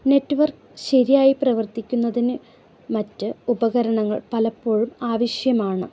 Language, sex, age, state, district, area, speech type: Malayalam, female, 30-45, Kerala, Ernakulam, rural, read